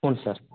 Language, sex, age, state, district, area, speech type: Kannada, male, 18-30, Karnataka, Koppal, rural, conversation